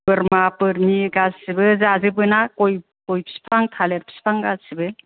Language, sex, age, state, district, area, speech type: Bodo, female, 60+, Assam, Chirang, rural, conversation